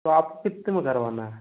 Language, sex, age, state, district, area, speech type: Hindi, male, 18-30, Madhya Pradesh, Ujjain, urban, conversation